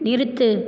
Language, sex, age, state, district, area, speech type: Tamil, female, 30-45, Tamil Nadu, Perambalur, rural, read